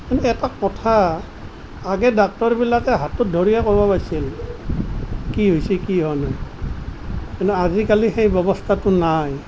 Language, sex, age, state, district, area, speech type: Assamese, male, 60+, Assam, Nalbari, rural, spontaneous